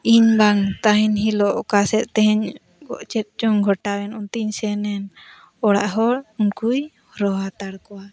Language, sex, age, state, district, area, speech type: Santali, female, 45-60, Odisha, Mayurbhanj, rural, spontaneous